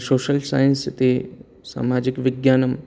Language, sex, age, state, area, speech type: Sanskrit, male, 18-30, Haryana, urban, spontaneous